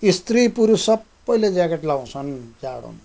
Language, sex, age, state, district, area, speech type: Nepali, male, 60+, West Bengal, Kalimpong, rural, spontaneous